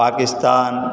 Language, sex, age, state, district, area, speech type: Gujarati, male, 60+, Gujarat, Morbi, urban, spontaneous